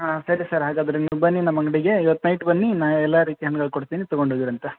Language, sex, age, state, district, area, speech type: Kannada, male, 18-30, Karnataka, Gadag, rural, conversation